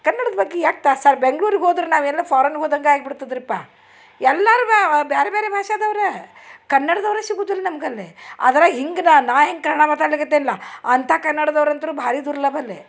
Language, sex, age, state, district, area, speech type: Kannada, female, 60+, Karnataka, Dharwad, rural, spontaneous